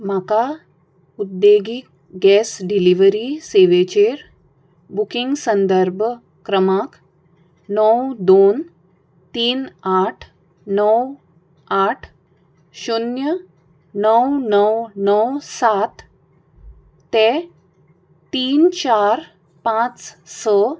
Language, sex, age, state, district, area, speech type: Goan Konkani, female, 45-60, Goa, Salcete, rural, read